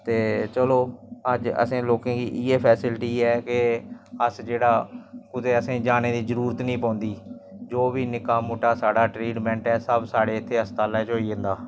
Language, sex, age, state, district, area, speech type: Dogri, male, 30-45, Jammu and Kashmir, Samba, rural, spontaneous